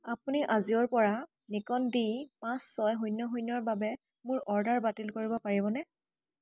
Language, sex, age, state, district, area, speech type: Assamese, female, 18-30, Assam, Charaideo, rural, read